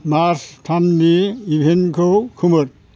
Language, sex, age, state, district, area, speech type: Bodo, male, 60+, Assam, Chirang, rural, read